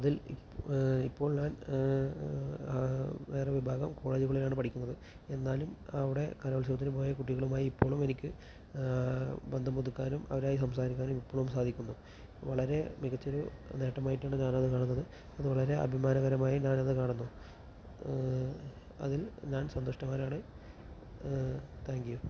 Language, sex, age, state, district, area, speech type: Malayalam, male, 30-45, Kerala, Palakkad, urban, spontaneous